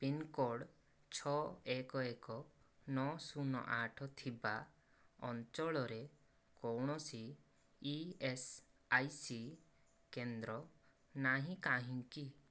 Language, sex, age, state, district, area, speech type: Odia, male, 30-45, Odisha, Kandhamal, rural, read